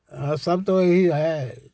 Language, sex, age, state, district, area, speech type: Hindi, male, 60+, Bihar, Muzaffarpur, rural, spontaneous